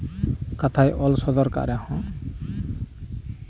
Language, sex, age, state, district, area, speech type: Santali, male, 30-45, West Bengal, Birbhum, rural, spontaneous